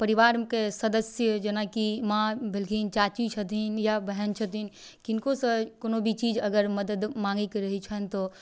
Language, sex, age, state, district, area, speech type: Maithili, female, 18-30, Bihar, Darbhanga, rural, spontaneous